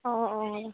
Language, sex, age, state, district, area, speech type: Assamese, female, 18-30, Assam, Sivasagar, rural, conversation